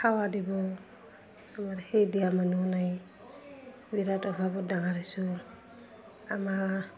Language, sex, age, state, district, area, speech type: Assamese, female, 45-60, Assam, Barpeta, rural, spontaneous